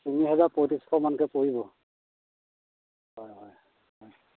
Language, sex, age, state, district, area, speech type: Assamese, male, 30-45, Assam, Dhemaji, urban, conversation